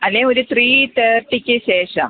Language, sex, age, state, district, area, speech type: Malayalam, female, 30-45, Kerala, Kollam, rural, conversation